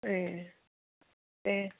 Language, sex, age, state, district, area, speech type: Bodo, female, 45-60, Assam, Kokrajhar, rural, conversation